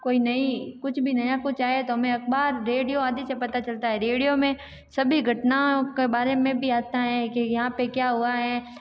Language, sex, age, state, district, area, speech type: Hindi, female, 45-60, Rajasthan, Jodhpur, urban, spontaneous